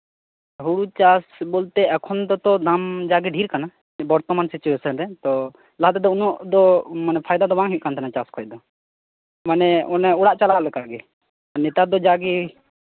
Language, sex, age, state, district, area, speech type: Santali, male, 18-30, West Bengal, Birbhum, rural, conversation